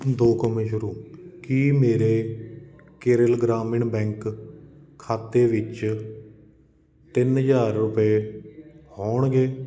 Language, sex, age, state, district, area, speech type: Punjabi, male, 30-45, Punjab, Kapurthala, urban, read